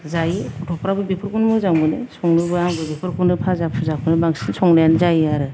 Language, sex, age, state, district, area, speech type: Bodo, female, 45-60, Assam, Kokrajhar, urban, spontaneous